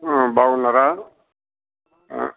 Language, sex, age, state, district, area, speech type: Telugu, male, 60+, Andhra Pradesh, Sri Balaji, urban, conversation